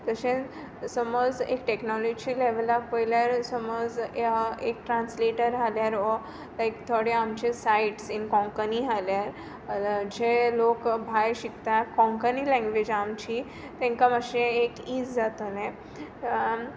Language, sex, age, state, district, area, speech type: Goan Konkani, female, 18-30, Goa, Tiswadi, rural, spontaneous